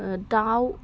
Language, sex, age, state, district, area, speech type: Bodo, female, 18-30, Assam, Udalguri, urban, spontaneous